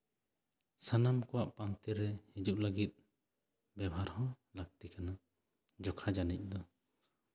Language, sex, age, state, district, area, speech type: Santali, male, 30-45, West Bengal, Jhargram, rural, spontaneous